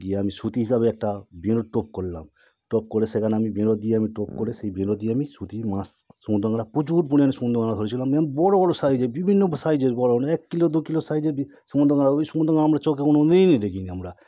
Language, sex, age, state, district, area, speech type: Bengali, male, 30-45, West Bengal, Howrah, urban, spontaneous